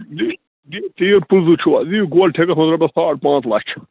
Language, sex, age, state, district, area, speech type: Kashmiri, male, 45-60, Jammu and Kashmir, Bandipora, rural, conversation